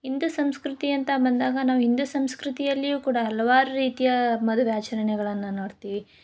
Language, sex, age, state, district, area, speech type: Kannada, female, 18-30, Karnataka, Chikkamagaluru, rural, spontaneous